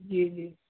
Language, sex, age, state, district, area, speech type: Urdu, male, 18-30, Uttar Pradesh, Saharanpur, urban, conversation